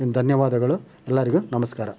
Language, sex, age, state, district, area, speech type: Kannada, male, 18-30, Karnataka, Chitradurga, rural, spontaneous